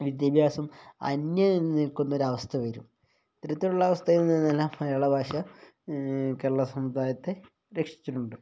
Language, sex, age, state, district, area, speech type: Malayalam, male, 30-45, Kerala, Kozhikode, rural, spontaneous